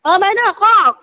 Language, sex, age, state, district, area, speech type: Assamese, female, 30-45, Assam, Morigaon, rural, conversation